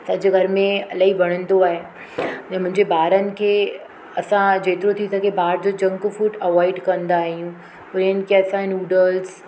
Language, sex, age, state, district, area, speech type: Sindhi, female, 30-45, Maharashtra, Mumbai Suburban, urban, spontaneous